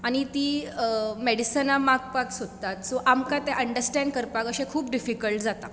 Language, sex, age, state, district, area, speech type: Goan Konkani, female, 18-30, Goa, Bardez, urban, spontaneous